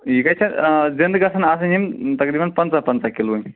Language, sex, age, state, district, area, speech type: Kashmiri, male, 45-60, Jammu and Kashmir, Ganderbal, rural, conversation